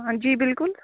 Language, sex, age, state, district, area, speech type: Urdu, female, 30-45, Jammu and Kashmir, Srinagar, urban, conversation